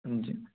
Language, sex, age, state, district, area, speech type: Punjabi, male, 18-30, Punjab, Fazilka, rural, conversation